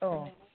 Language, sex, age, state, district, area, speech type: Bodo, female, 30-45, Assam, Baksa, rural, conversation